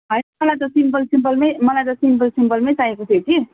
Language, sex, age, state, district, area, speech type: Nepali, female, 18-30, West Bengal, Darjeeling, rural, conversation